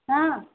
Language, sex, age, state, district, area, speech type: Odia, female, 45-60, Odisha, Sambalpur, rural, conversation